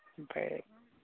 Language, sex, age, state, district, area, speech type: Bodo, male, 18-30, Assam, Baksa, rural, conversation